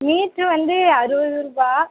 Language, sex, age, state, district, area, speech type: Tamil, female, 18-30, Tamil Nadu, Tiruchirappalli, rural, conversation